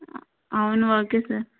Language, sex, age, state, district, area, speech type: Telugu, female, 30-45, Andhra Pradesh, Vizianagaram, rural, conversation